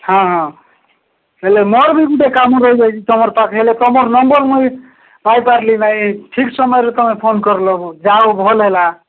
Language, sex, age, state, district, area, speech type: Odia, male, 45-60, Odisha, Nabarangpur, rural, conversation